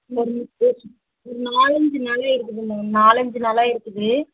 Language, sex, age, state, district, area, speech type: Tamil, female, 30-45, Tamil Nadu, Chennai, urban, conversation